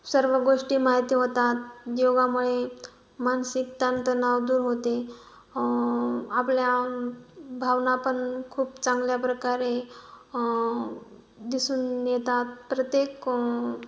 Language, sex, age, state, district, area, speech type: Marathi, female, 18-30, Maharashtra, Hingoli, urban, spontaneous